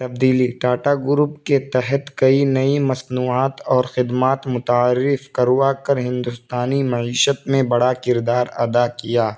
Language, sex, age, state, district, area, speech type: Urdu, male, 18-30, Uttar Pradesh, Balrampur, rural, spontaneous